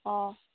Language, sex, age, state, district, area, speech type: Assamese, female, 18-30, Assam, Jorhat, urban, conversation